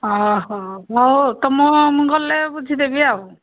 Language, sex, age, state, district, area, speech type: Odia, female, 45-60, Odisha, Angul, rural, conversation